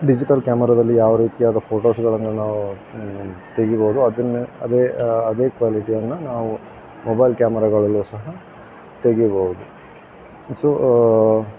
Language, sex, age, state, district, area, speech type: Kannada, male, 30-45, Karnataka, Udupi, rural, spontaneous